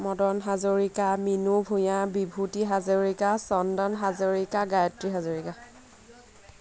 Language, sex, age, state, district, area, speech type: Assamese, female, 18-30, Assam, Lakhimpur, rural, spontaneous